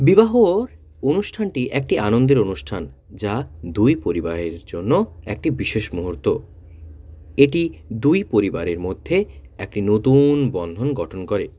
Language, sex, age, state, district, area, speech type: Bengali, male, 30-45, West Bengal, South 24 Parganas, rural, spontaneous